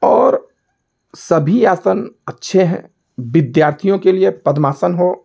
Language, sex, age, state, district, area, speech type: Hindi, male, 45-60, Uttar Pradesh, Ghazipur, rural, spontaneous